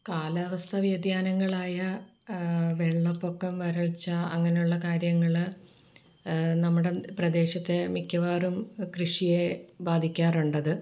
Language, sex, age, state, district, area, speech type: Malayalam, female, 45-60, Kerala, Ernakulam, rural, spontaneous